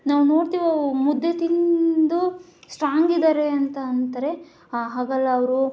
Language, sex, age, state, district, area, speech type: Kannada, female, 18-30, Karnataka, Chitradurga, urban, spontaneous